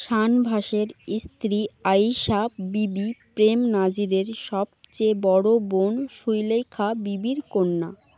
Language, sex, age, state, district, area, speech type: Bengali, female, 18-30, West Bengal, North 24 Parganas, rural, read